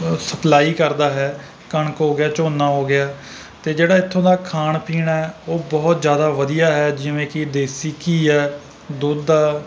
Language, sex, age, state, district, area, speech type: Punjabi, male, 30-45, Punjab, Rupnagar, rural, spontaneous